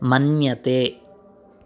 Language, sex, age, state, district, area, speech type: Sanskrit, male, 18-30, Karnataka, Chikkamagaluru, urban, read